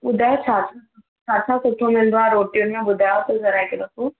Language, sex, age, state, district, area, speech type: Sindhi, female, 18-30, Gujarat, Surat, urban, conversation